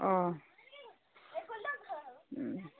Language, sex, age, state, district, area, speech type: Bengali, female, 30-45, West Bengal, Uttar Dinajpur, urban, conversation